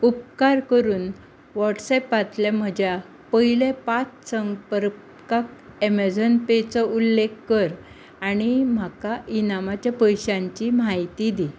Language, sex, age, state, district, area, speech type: Goan Konkani, female, 60+, Goa, Bardez, rural, read